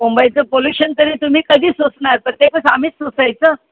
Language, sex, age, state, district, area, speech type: Marathi, female, 60+, Maharashtra, Mumbai Suburban, urban, conversation